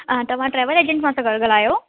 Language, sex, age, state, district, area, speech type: Sindhi, female, 18-30, Delhi, South Delhi, urban, conversation